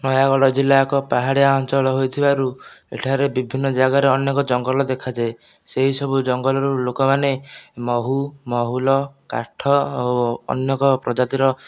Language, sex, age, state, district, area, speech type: Odia, male, 18-30, Odisha, Nayagarh, rural, spontaneous